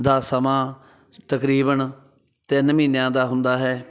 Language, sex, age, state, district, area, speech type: Punjabi, male, 45-60, Punjab, Bathinda, rural, spontaneous